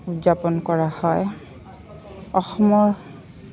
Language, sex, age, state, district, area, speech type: Assamese, female, 45-60, Assam, Goalpara, urban, spontaneous